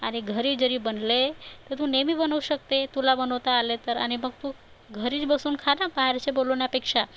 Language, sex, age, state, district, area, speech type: Marathi, female, 60+, Maharashtra, Nagpur, rural, spontaneous